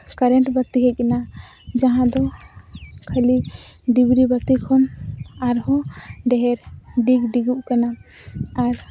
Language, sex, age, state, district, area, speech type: Santali, female, 18-30, Jharkhand, Seraikela Kharsawan, rural, spontaneous